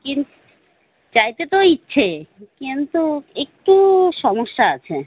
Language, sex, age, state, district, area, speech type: Bengali, female, 30-45, West Bengal, Alipurduar, rural, conversation